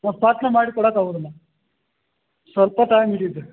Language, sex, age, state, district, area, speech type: Kannada, male, 45-60, Karnataka, Belgaum, rural, conversation